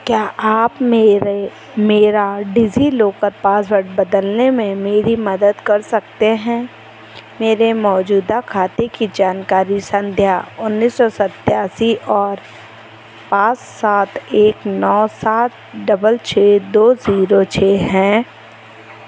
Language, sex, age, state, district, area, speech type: Hindi, female, 18-30, Madhya Pradesh, Chhindwara, urban, read